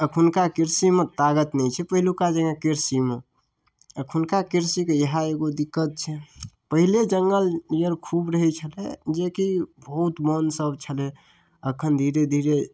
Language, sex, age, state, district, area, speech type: Maithili, male, 18-30, Bihar, Darbhanga, rural, spontaneous